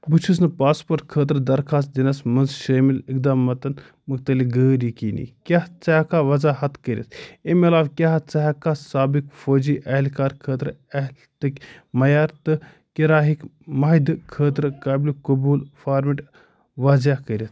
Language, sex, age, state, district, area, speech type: Kashmiri, male, 18-30, Jammu and Kashmir, Ganderbal, rural, read